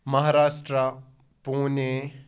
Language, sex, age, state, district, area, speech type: Kashmiri, male, 18-30, Jammu and Kashmir, Shopian, rural, spontaneous